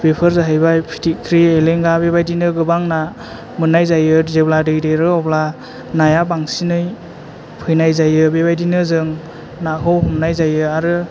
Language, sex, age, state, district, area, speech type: Bodo, male, 18-30, Assam, Chirang, urban, spontaneous